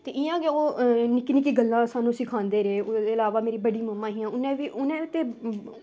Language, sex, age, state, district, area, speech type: Dogri, female, 18-30, Jammu and Kashmir, Samba, rural, spontaneous